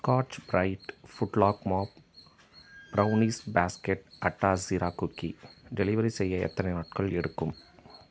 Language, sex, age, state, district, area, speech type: Tamil, male, 30-45, Tamil Nadu, Tiruvannamalai, rural, read